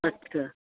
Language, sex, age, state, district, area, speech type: Punjabi, female, 60+, Punjab, Muktsar, urban, conversation